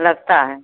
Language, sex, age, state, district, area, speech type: Hindi, female, 60+, Uttar Pradesh, Mau, rural, conversation